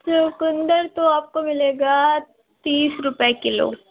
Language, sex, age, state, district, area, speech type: Urdu, female, 30-45, Uttar Pradesh, Lucknow, urban, conversation